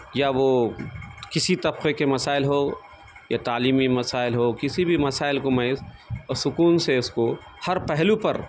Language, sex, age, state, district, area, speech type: Urdu, male, 45-60, Telangana, Hyderabad, urban, spontaneous